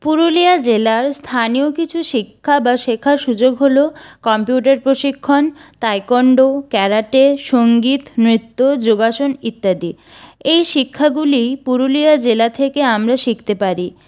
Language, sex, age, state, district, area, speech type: Bengali, female, 18-30, West Bengal, Purulia, urban, spontaneous